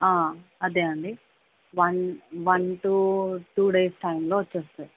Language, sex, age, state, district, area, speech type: Telugu, female, 18-30, Telangana, Jayashankar, urban, conversation